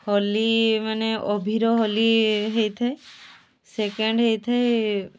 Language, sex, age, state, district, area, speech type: Odia, female, 18-30, Odisha, Mayurbhanj, rural, spontaneous